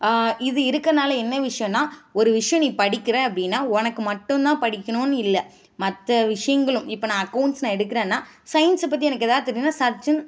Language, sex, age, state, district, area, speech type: Tamil, female, 18-30, Tamil Nadu, Kanchipuram, urban, spontaneous